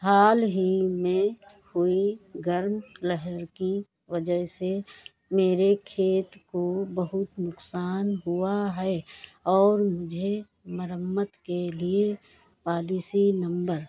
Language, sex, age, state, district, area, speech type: Hindi, female, 60+, Uttar Pradesh, Hardoi, rural, read